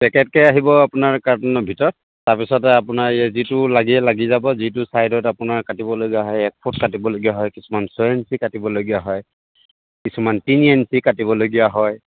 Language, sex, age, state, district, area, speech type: Assamese, male, 30-45, Assam, Lakhimpur, urban, conversation